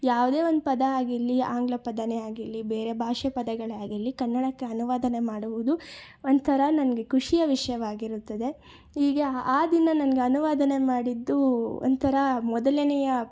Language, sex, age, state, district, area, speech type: Kannada, female, 18-30, Karnataka, Chikkaballapur, urban, spontaneous